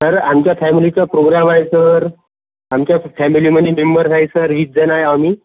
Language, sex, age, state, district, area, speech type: Marathi, male, 18-30, Maharashtra, Amravati, rural, conversation